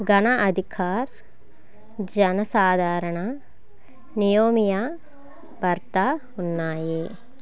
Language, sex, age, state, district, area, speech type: Telugu, female, 30-45, Andhra Pradesh, Vizianagaram, rural, read